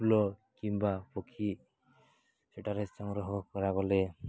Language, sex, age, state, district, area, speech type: Odia, male, 18-30, Odisha, Nabarangpur, urban, spontaneous